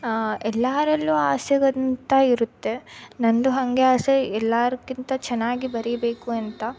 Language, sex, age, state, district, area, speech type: Kannada, female, 18-30, Karnataka, Davanagere, urban, spontaneous